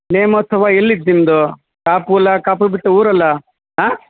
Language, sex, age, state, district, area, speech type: Kannada, male, 30-45, Karnataka, Udupi, rural, conversation